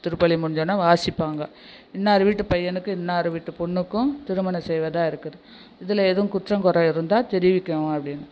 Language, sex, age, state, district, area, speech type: Tamil, female, 60+, Tamil Nadu, Nagapattinam, rural, spontaneous